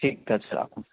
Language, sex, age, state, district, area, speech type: Bengali, male, 18-30, West Bengal, Darjeeling, rural, conversation